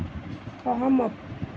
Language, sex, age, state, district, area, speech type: Assamese, female, 60+, Assam, Nalbari, rural, read